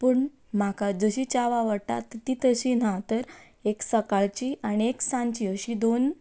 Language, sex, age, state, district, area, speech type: Goan Konkani, female, 18-30, Goa, Quepem, rural, spontaneous